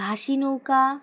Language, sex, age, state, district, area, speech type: Bengali, female, 18-30, West Bengal, Alipurduar, rural, spontaneous